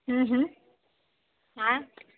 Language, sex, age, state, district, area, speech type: Gujarati, female, 30-45, Gujarat, Surat, rural, conversation